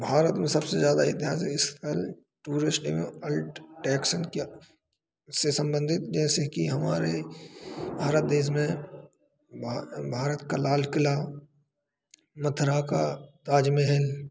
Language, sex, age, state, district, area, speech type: Hindi, male, 30-45, Madhya Pradesh, Hoshangabad, rural, spontaneous